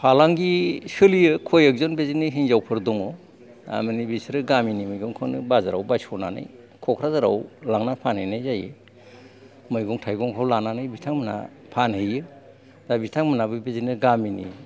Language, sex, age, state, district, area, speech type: Bodo, male, 60+, Assam, Kokrajhar, rural, spontaneous